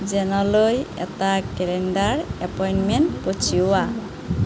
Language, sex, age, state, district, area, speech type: Assamese, female, 30-45, Assam, Nalbari, rural, read